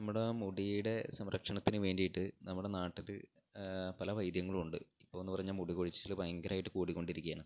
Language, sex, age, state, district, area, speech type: Malayalam, male, 45-60, Kerala, Wayanad, rural, spontaneous